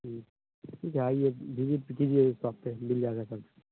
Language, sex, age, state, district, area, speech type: Hindi, male, 18-30, Bihar, Begusarai, rural, conversation